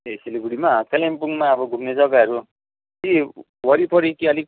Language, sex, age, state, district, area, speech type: Nepali, male, 30-45, West Bengal, Kalimpong, rural, conversation